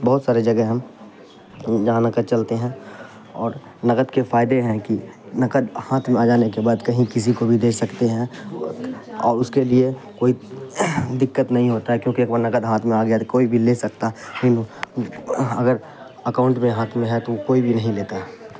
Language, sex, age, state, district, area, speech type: Urdu, male, 18-30, Bihar, Khagaria, rural, spontaneous